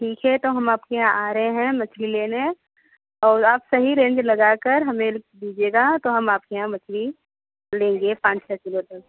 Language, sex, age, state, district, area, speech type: Hindi, female, 30-45, Uttar Pradesh, Bhadohi, rural, conversation